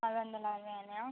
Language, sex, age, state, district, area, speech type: Telugu, female, 45-60, Andhra Pradesh, Visakhapatnam, urban, conversation